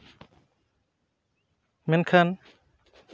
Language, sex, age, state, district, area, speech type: Santali, male, 30-45, West Bengal, Purulia, rural, spontaneous